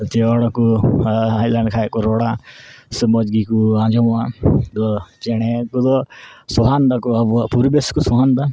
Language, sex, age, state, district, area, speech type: Santali, male, 30-45, West Bengal, Dakshin Dinajpur, rural, spontaneous